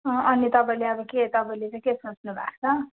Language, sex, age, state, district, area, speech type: Nepali, female, 30-45, West Bengal, Kalimpong, rural, conversation